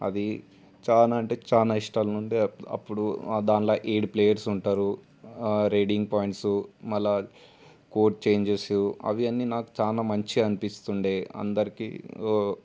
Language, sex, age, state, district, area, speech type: Telugu, male, 18-30, Telangana, Ranga Reddy, urban, spontaneous